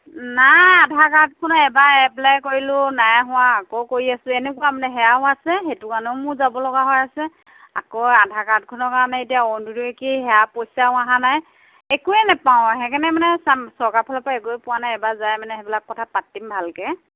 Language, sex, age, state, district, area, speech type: Assamese, female, 30-45, Assam, Nagaon, rural, conversation